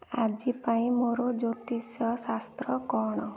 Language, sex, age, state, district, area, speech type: Odia, female, 18-30, Odisha, Ganjam, urban, read